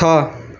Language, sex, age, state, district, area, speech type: Nepali, male, 18-30, West Bengal, Darjeeling, rural, read